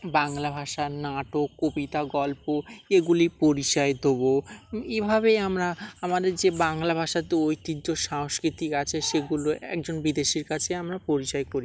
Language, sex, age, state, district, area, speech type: Bengali, male, 30-45, West Bengal, Dakshin Dinajpur, urban, spontaneous